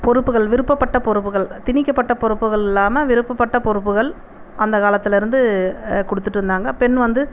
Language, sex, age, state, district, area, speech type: Tamil, female, 45-60, Tamil Nadu, Viluppuram, urban, spontaneous